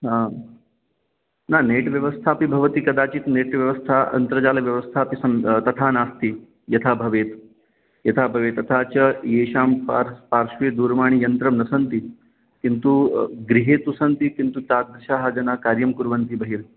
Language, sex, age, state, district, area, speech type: Sanskrit, male, 30-45, Rajasthan, Ajmer, urban, conversation